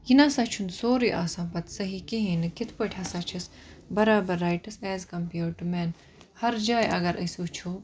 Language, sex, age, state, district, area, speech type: Kashmiri, female, 30-45, Jammu and Kashmir, Budgam, rural, spontaneous